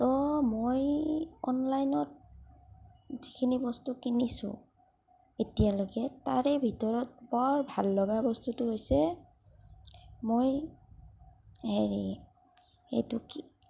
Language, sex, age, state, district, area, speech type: Assamese, female, 30-45, Assam, Kamrup Metropolitan, rural, spontaneous